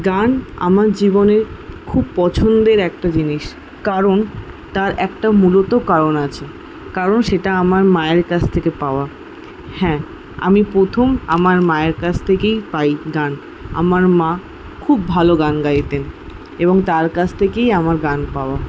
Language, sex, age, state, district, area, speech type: Bengali, female, 18-30, West Bengal, Paschim Bardhaman, rural, spontaneous